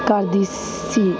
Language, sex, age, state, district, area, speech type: Punjabi, female, 30-45, Punjab, Hoshiarpur, urban, spontaneous